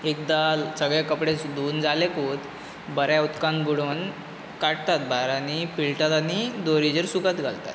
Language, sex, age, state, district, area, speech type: Goan Konkani, male, 18-30, Goa, Bardez, urban, spontaneous